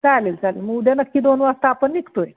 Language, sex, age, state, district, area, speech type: Marathi, female, 45-60, Maharashtra, Satara, urban, conversation